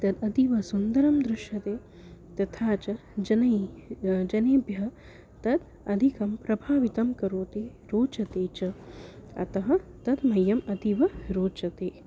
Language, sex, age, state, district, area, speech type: Sanskrit, female, 30-45, Maharashtra, Nagpur, urban, spontaneous